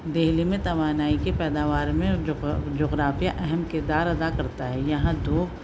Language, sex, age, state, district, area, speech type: Urdu, female, 60+, Delhi, Central Delhi, urban, spontaneous